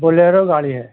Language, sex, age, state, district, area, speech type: Urdu, male, 60+, Bihar, Gaya, urban, conversation